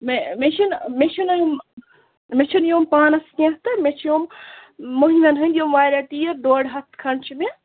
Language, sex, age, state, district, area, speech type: Kashmiri, female, 18-30, Jammu and Kashmir, Ganderbal, rural, conversation